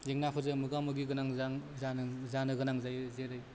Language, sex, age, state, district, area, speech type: Bodo, male, 30-45, Assam, Kokrajhar, rural, spontaneous